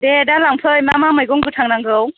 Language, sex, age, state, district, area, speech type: Bodo, female, 30-45, Assam, Chirang, rural, conversation